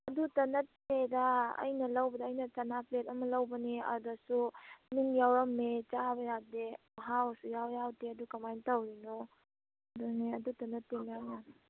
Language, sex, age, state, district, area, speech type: Manipuri, female, 18-30, Manipur, Churachandpur, rural, conversation